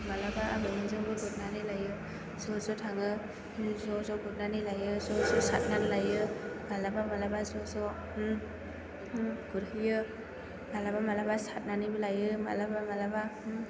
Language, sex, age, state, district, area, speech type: Bodo, female, 18-30, Assam, Chirang, rural, spontaneous